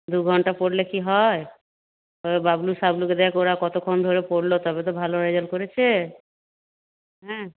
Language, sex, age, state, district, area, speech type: Bengali, female, 45-60, West Bengal, Purulia, rural, conversation